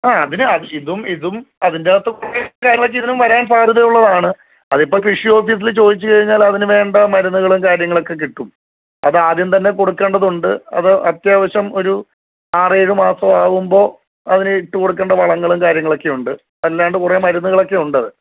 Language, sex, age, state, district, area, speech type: Malayalam, male, 30-45, Kerala, Alappuzha, rural, conversation